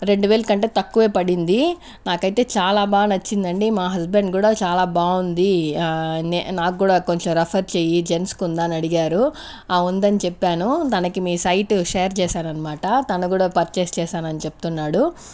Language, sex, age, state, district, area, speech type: Telugu, female, 45-60, Andhra Pradesh, Sri Balaji, rural, spontaneous